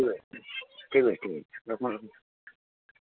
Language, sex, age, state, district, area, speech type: Odia, male, 45-60, Odisha, Nuapada, urban, conversation